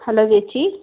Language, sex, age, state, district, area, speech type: Malayalam, female, 18-30, Kerala, Wayanad, rural, conversation